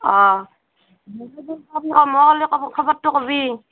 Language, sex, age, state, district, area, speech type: Assamese, female, 30-45, Assam, Barpeta, rural, conversation